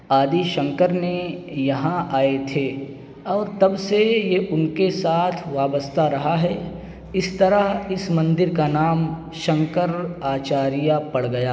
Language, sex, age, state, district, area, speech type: Urdu, male, 18-30, Uttar Pradesh, Siddharthnagar, rural, read